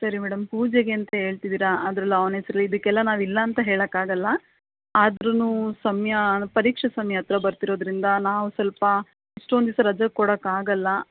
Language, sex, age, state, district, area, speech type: Kannada, female, 30-45, Karnataka, Mandya, urban, conversation